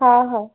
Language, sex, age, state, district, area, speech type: Sindhi, female, 18-30, Madhya Pradesh, Katni, urban, conversation